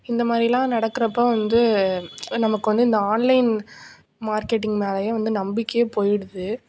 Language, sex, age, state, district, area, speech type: Tamil, female, 18-30, Tamil Nadu, Nagapattinam, rural, spontaneous